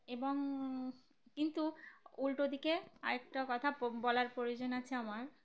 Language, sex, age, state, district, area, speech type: Bengali, female, 18-30, West Bengal, Uttar Dinajpur, urban, spontaneous